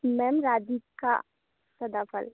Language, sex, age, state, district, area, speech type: Hindi, female, 30-45, Madhya Pradesh, Balaghat, rural, conversation